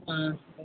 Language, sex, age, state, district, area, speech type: Hindi, male, 30-45, Uttar Pradesh, Mau, rural, conversation